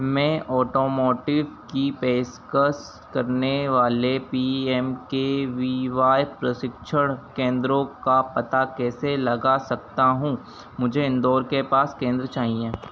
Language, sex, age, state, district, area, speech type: Hindi, male, 30-45, Madhya Pradesh, Harda, urban, read